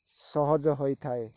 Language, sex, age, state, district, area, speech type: Odia, male, 30-45, Odisha, Rayagada, rural, spontaneous